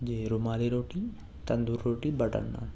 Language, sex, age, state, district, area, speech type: Urdu, male, 18-30, Telangana, Hyderabad, urban, spontaneous